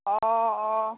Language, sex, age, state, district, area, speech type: Assamese, female, 30-45, Assam, Dhemaji, urban, conversation